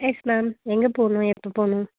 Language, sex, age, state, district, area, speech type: Tamil, female, 18-30, Tamil Nadu, Chennai, urban, conversation